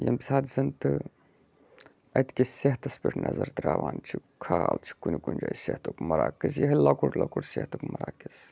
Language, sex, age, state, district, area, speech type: Kashmiri, male, 18-30, Jammu and Kashmir, Budgam, rural, spontaneous